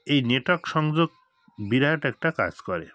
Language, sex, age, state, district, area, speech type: Bengali, male, 45-60, West Bengal, Hooghly, urban, spontaneous